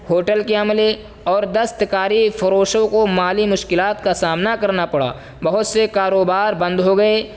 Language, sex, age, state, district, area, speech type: Urdu, male, 18-30, Uttar Pradesh, Saharanpur, urban, spontaneous